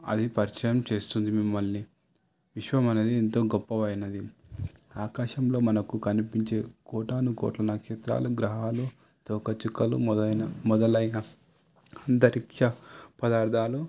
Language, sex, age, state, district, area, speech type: Telugu, male, 18-30, Telangana, Sangareddy, urban, spontaneous